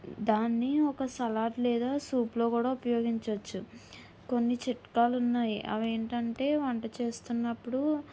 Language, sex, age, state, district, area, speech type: Telugu, female, 18-30, Andhra Pradesh, Kakinada, rural, spontaneous